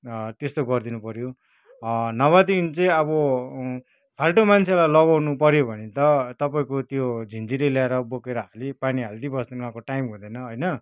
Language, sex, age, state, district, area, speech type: Nepali, male, 45-60, West Bengal, Kalimpong, rural, spontaneous